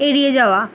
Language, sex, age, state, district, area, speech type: Bengali, female, 18-30, West Bengal, Kolkata, urban, read